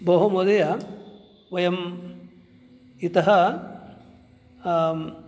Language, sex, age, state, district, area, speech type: Sanskrit, male, 60+, Karnataka, Udupi, rural, spontaneous